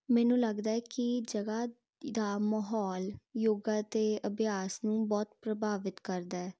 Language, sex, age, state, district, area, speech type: Punjabi, female, 18-30, Punjab, Jalandhar, urban, spontaneous